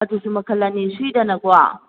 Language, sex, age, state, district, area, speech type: Manipuri, female, 30-45, Manipur, Kakching, rural, conversation